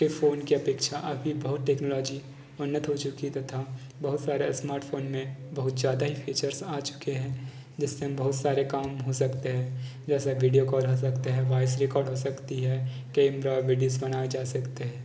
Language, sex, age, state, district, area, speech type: Hindi, male, 45-60, Madhya Pradesh, Balaghat, rural, spontaneous